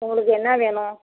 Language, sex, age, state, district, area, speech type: Tamil, female, 60+, Tamil Nadu, Kallakurichi, urban, conversation